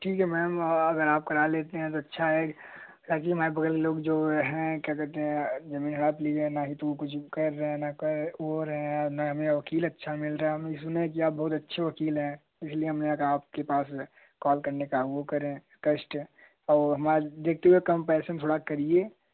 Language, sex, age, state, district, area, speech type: Hindi, male, 18-30, Uttar Pradesh, Prayagraj, urban, conversation